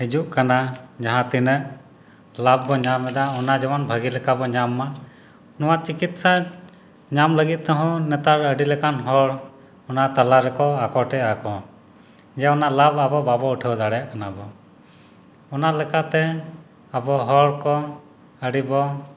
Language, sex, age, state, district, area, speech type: Santali, male, 30-45, Jharkhand, East Singhbhum, rural, spontaneous